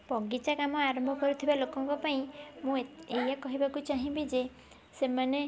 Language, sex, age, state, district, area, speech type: Odia, female, 18-30, Odisha, Kendujhar, urban, spontaneous